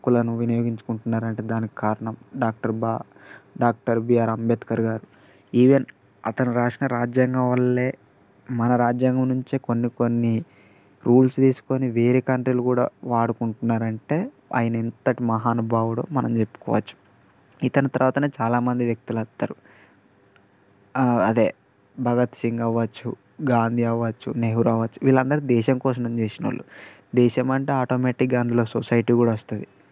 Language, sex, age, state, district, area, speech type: Telugu, male, 45-60, Telangana, Mancherial, rural, spontaneous